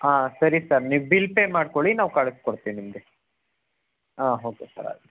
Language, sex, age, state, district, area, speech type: Kannada, male, 18-30, Karnataka, Chikkaballapur, urban, conversation